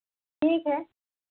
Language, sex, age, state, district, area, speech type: Hindi, female, 30-45, Uttar Pradesh, Pratapgarh, rural, conversation